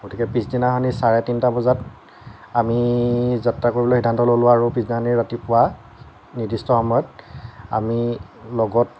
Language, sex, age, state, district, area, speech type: Assamese, male, 30-45, Assam, Lakhimpur, rural, spontaneous